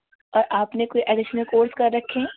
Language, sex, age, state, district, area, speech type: Urdu, female, 18-30, Delhi, North West Delhi, urban, conversation